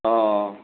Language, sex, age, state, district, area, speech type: Assamese, male, 30-45, Assam, Sivasagar, rural, conversation